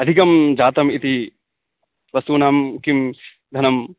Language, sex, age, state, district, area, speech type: Sanskrit, male, 18-30, West Bengal, Dakshin Dinajpur, rural, conversation